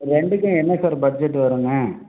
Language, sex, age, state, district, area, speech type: Tamil, male, 45-60, Tamil Nadu, Pudukkottai, rural, conversation